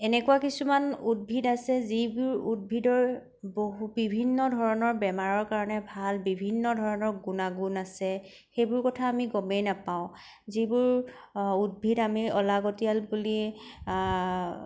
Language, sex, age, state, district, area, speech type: Assamese, female, 18-30, Assam, Kamrup Metropolitan, urban, spontaneous